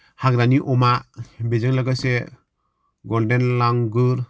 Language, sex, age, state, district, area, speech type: Bodo, male, 30-45, Assam, Kokrajhar, rural, spontaneous